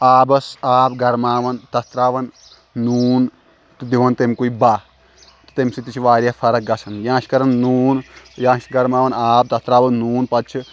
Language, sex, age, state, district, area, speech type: Kashmiri, male, 18-30, Jammu and Kashmir, Kulgam, rural, spontaneous